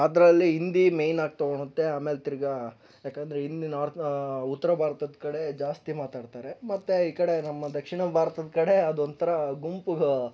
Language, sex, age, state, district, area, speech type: Kannada, male, 60+, Karnataka, Tumkur, rural, spontaneous